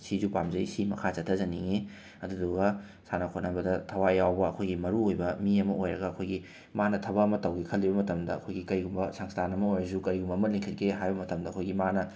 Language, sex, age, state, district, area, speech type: Manipuri, male, 30-45, Manipur, Imphal West, urban, spontaneous